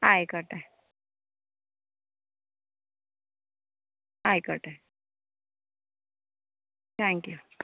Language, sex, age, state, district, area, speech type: Malayalam, female, 30-45, Kerala, Kozhikode, urban, conversation